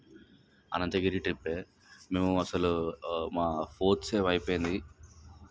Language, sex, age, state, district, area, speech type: Telugu, male, 18-30, Telangana, Nalgonda, urban, spontaneous